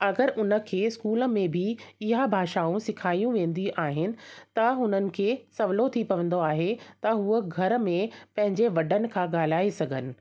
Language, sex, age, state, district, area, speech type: Sindhi, female, 30-45, Delhi, South Delhi, urban, spontaneous